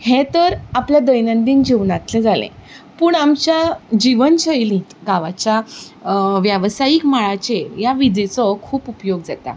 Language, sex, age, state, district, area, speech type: Goan Konkani, female, 30-45, Goa, Ponda, rural, spontaneous